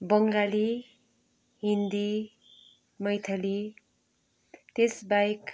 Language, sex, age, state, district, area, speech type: Nepali, female, 45-60, West Bengal, Darjeeling, rural, spontaneous